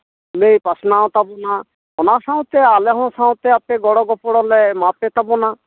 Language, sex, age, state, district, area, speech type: Santali, male, 45-60, West Bengal, Purulia, rural, conversation